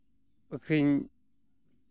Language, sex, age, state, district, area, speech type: Santali, male, 45-60, West Bengal, Malda, rural, spontaneous